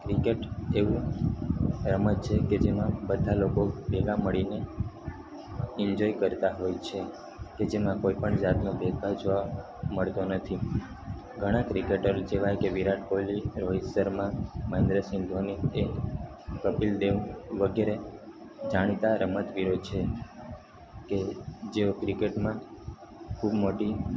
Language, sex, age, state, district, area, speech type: Gujarati, male, 18-30, Gujarat, Narmada, urban, spontaneous